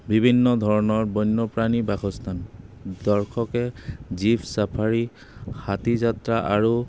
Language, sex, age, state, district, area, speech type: Assamese, male, 30-45, Assam, Charaideo, urban, spontaneous